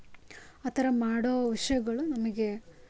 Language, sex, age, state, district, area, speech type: Kannada, female, 18-30, Karnataka, Chitradurga, rural, spontaneous